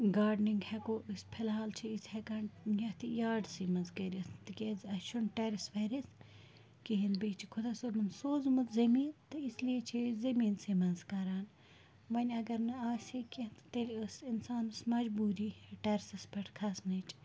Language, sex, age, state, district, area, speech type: Kashmiri, female, 45-60, Jammu and Kashmir, Bandipora, rural, spontaneous